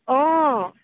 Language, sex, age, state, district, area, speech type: Assamese, female, 30-45, Assam, Dibrugarh, rural, conversation